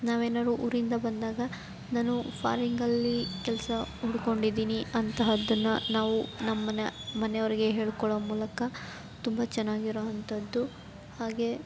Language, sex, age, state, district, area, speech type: Kannada, female, 18-30, Karnataka, Chamarajanagar, rural, spontaneous